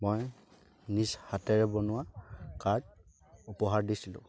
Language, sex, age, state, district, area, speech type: Assamese, male, 18-30, Assam, Dibrugarh, rural, spontaneous